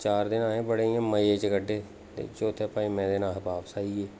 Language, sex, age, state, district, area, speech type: Dogri, male, 30-45, Jammu and Kashmir, Jammu, rural, spontaneous